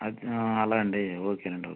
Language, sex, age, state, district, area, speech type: Telugu, male, 45-60, Andhra Pradesh, West Godavari, urban, conversation